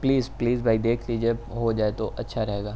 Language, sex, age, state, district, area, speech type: Urdu, male, 18-30, Uttar Pradesh, Shahjahanpur, urban, spontaneous